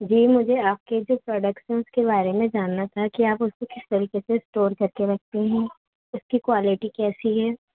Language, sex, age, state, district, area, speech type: Urdu, female, 18-30, Delhi, New Delhi, urban, conversation